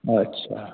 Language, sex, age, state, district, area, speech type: Hindi, male, 60+, Bihar, Begusarai, urban, conversation